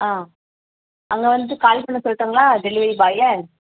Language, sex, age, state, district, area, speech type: Tamil, female, 30-45, Tamil Nadu, Dharmapuri, rural, conversation